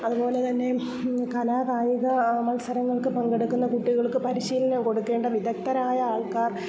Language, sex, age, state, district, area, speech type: Malayalam, female, 45-60, Kerala, Kollam, rural, spontaneous